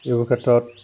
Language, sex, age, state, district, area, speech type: Assamese, male, 45-60, Assam, Dibrugarh, rural, spontaneous